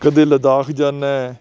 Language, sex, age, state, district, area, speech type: Punjabi, male, 45-60, Punjab, Faridkot, urban, spontaneous